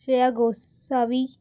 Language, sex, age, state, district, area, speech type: Goan Konkani, female, 18-30, Goa, Murmgao, urban, spontaneous